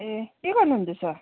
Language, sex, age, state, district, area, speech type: Nepali, female, 30-45, West Bengal, Darjeeling, rural, conversation